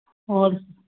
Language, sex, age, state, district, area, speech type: Manipuri, female, 60+, Manipur, Churachandpur, urban, conversation